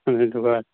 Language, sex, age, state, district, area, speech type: Manipuri, male, 18-30, Manipur, Churachandpur, rural, conversation